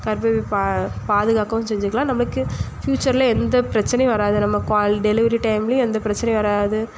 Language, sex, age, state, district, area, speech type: Tamil, female, 18-30, Tamil Nadu, Thoothukudi, rural, spontaneous